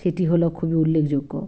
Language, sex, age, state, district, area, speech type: Bengali, female, 45-60, West Bengal, Bankura, urban, spontaneous